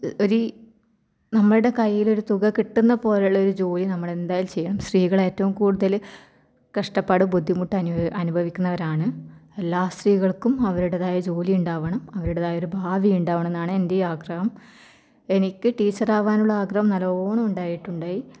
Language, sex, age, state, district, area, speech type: Malayalam, female, 18-30, Kerala, Kasaragod, rural, spontaneous